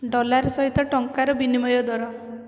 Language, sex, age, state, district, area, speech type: Odia, female, 18-30, Odisha, Puri, urban, read